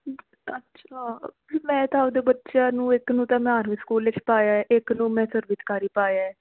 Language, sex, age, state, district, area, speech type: Punjabi, female, 18-30, Punjab, Fazilka, rural, conversation